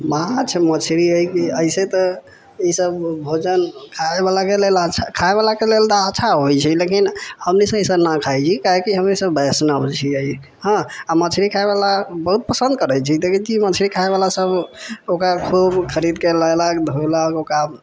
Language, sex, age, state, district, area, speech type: Maithili, male, 18-30, Bihar, Sitamarhi, rural, spontaneous